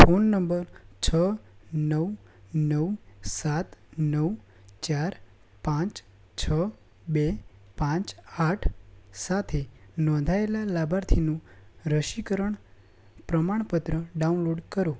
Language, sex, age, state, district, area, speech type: Gujarati, male, 18-30, Gujarat, Anand, rural, read